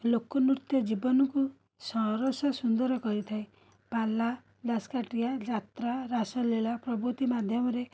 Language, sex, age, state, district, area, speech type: Odia, female, 30-45, Odisha, Cuttack, urban, spontaneous